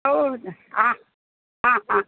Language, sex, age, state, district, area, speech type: Kannada, female, 60+, Karnataka, Udupi, rural, conversation